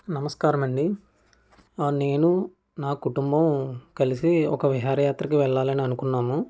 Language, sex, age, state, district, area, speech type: Telugu, male, 45-60, Andhra Pradesh, Konaseema, rural, spontaneous